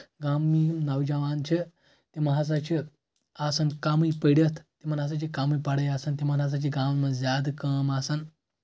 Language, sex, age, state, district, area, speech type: Kashmiri, male, 18-30, Jammu and Kashmir, Anantnag, rural, spontaneous